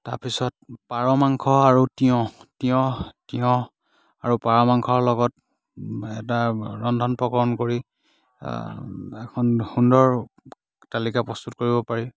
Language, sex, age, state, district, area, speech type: Assamese, male, 30-45, Assam, Dibrugarh, rural, spontaneous